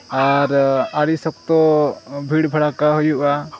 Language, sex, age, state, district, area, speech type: Santali, male, 30-45, Jharkhand, Seraikela Kharsawan, rural, spontaneous